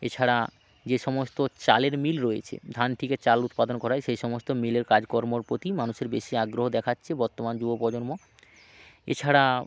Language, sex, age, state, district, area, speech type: Bengali, male, 30-45, West Bengal, Hooghly, rural, spontaneous